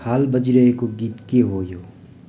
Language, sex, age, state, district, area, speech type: Nepali, male, 30-45, West Bengal, Darjeeling, rural, read